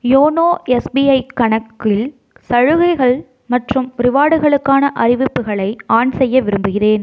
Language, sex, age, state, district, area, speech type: Tamil, female, 18-30, Tamil Nadu, Tiruvarur, rural, read